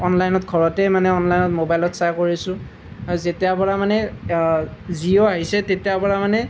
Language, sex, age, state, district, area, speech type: Assamese, male, 18-30, Assam, Nalbari, rural, spontaneous